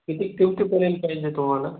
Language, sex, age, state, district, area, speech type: Marathi, male, 18-30, Maharashtra, Hingoli, urban, conversation